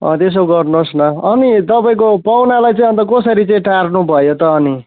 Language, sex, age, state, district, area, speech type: Nepali, male, 45-60, West Bengal, Kalimpong, rural, conversation